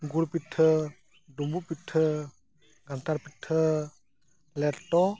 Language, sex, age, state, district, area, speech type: Santali, male, 45-60, Odisha, Mayurbhanj, rural, spontaneous